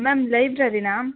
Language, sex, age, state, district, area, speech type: Kannada, female, 30-45, Karnataka, Hassan, rural, conversation